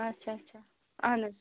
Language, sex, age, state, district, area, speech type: Kashmiri, female, 45-60, Jammu and Kashmir, Srinagar, urban, conversation